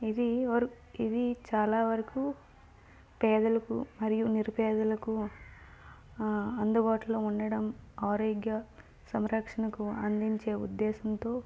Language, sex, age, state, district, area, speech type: Telugu, female, 18-30, Andhra Pradesh, Visakhapatnam, rural, spontaneous